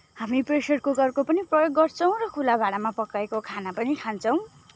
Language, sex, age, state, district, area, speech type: Nepali, female, 30-45, West Bengal, Kalimpong, rural, spontaneous